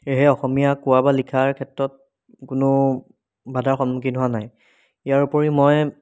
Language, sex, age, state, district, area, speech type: Assamese, male, 30-45, Assam, Biswanath, rural, spontaneous